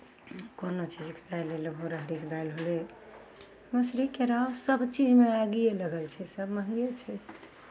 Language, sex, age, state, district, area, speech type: Maithili, female, 45-60, Bihar, Begusarai, rural, spontaneous